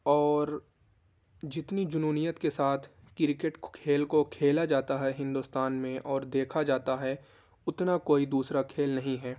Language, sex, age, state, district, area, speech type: Urdu, male, 18-30, Uttar Pradesh, Ghaziabad, urban, spontaneous